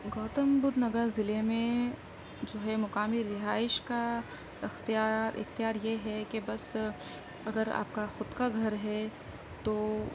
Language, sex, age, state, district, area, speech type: Urdu, female, 30-45, Uttar Pradesh, Gautam Buddha Nagar, rural, spontaneous